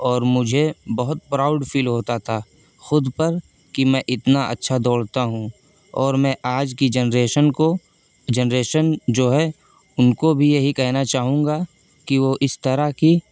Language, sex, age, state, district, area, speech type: Urdu, male, 18-30, Uttar Pradesh, Siddharthnagar, rural, spontaneous